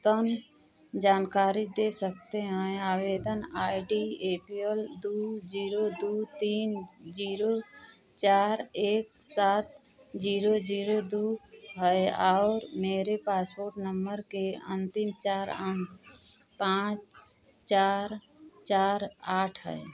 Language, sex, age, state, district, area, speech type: Hindi, female, 45-60, Uttar Pradesh, Mau, rural, read